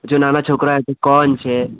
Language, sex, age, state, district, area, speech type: Gujarati, male, 18-30, Gujarat, Kheda, rural, conversation